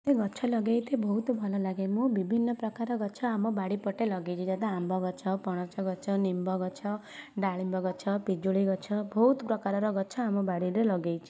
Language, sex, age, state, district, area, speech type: Odia, female, 18-30, Odisha, Kendujhar, urban, spontaneous